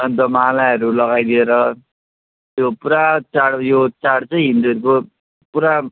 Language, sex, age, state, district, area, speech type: Nepali, male, 45-60, West Bengal, Darjeeling, rural, conversation